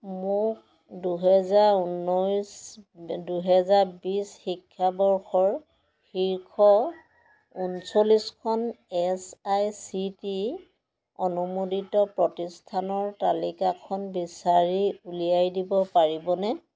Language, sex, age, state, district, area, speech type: Assamese, female, 60+, Assam, Dhemaji, rural, read